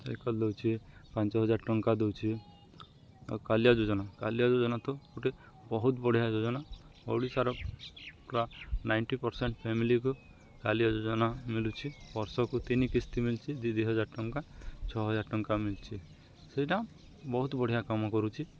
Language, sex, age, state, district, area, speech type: Odia, male, 30-45, Odisha, Nuapada, urban, spontaneous